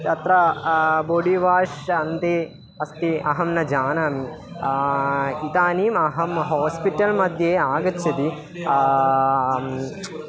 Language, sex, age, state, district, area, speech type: Sanskrit, male, 18-30, Kerala, Thiruvananthapuram, rural, spontaneous